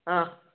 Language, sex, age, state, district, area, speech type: Manipuri, female, 30-45, Manipur, Kakching, rural, conversation